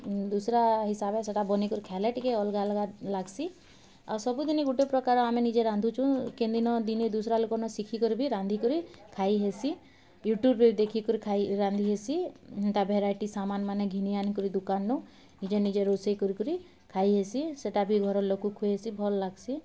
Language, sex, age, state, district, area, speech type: Odia, female, 30-45, Odisha, Bargarh, urban, spontaneous